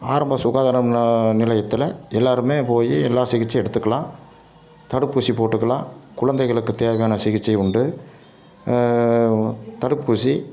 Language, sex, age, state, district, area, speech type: Tamil, male, 60+, Tamil Nadu, Tiruppur, rural, spontaneous